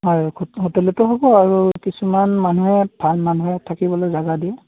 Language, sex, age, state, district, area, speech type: Assamese, male, 30-45, Assam, Darrang, rural, conversation